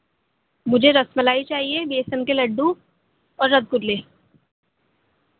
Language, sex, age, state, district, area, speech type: Urdu, female, 18-30, Delhi, North East Delhi, urban, conversation